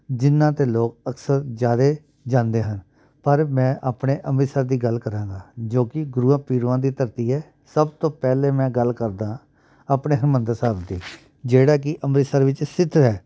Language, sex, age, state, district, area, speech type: Punjabi, male, 30-45, Punjab, Amritsar, urban, spontaneous